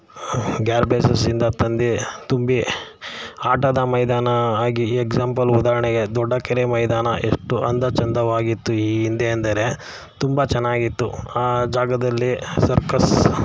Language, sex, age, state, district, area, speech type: Kannada, male, 45-60, Karnataka, Mysore, rural, spontaneous